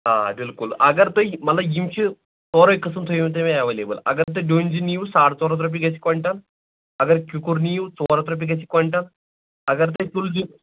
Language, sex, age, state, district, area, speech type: Kashmiri, male, 30-45, Jammu and Kashmir, Anantnag, rural, conversation